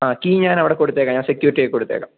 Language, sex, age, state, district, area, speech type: Malayalam, male, 18-30, Kerala, Idukki, rural, conversation